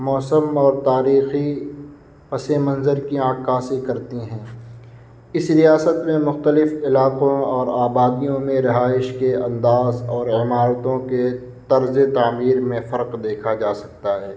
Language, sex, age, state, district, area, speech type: Urdu, male, 18-30, Uttar Pradesh, Muzaffarnagar, urban, spontaneous